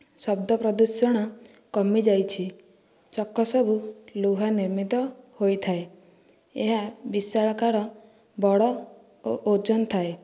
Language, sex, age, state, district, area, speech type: Odia, female, 18-30, Odisha, Nayagarh, rural, spontaneous